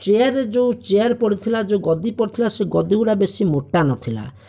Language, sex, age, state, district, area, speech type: Odia, male, 30-45, Odisha, Bhadrak, rural, spontaneous